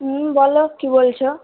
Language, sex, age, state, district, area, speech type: Bengali, female, 18-30, West Bengal, Malda, urban, conversation